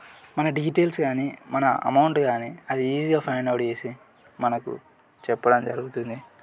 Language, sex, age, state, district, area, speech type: Telugu, male, 18-30, Telangana, Yadadri Bhuvanagiri, urban, spontaneous